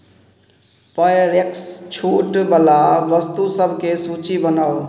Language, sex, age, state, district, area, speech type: Maithili, male, 30-45, Bihar, Madhubani, rural, read